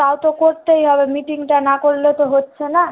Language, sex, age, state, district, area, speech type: Bengali, female, 18-30, West Bengal, Malda, urban, conversation